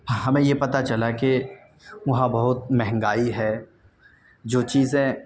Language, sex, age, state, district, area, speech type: Urdu, male, 18-30, Delhi, North West Delhi, urban, spontaneous